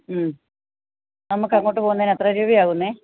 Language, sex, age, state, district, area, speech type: Malayalam, female, 45-60, Kerala, Kannur, rural, conversation